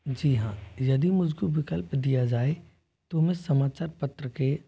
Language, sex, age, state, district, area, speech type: Hindi, male, 18-30, Rajasthan, Jodhpur, rural, spontaneous